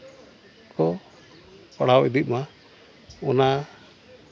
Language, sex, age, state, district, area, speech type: Santali, male, 30-45, Jharkhand, Seraikela Kharsawan, rural, spontaneous